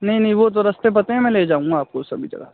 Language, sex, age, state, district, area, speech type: Hindi, male, 18-30, Rajasthan, Bharatpur, rural, conversation